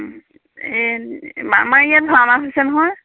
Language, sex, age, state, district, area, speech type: Assamese, female, 30-45, Assam, Majuli, urban, conversation